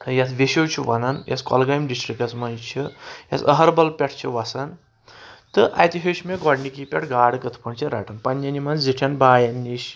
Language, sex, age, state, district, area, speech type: Kashmiri, male, 30-45, Jammu and Kashmir, Kulgam, urban, spontaneous